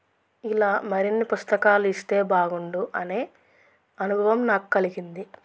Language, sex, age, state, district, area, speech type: Telugu, female, 30-45, Andhra Pradesh, Krishna, rural, spontaneous